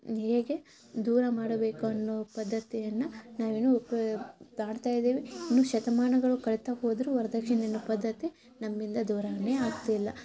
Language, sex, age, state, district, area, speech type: Kannada, female, 30-45, Karnataka, Gadag, rural, spontaneous